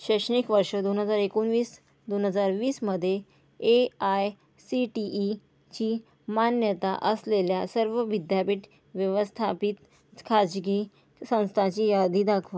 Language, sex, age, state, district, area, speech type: Marathi, female, 30-45, Maharashtra, Akola, urban, read